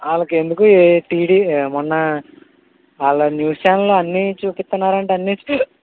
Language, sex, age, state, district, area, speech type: Telugu, male, 30-45, Andhra Pradesh, Kakinada, rural, conversation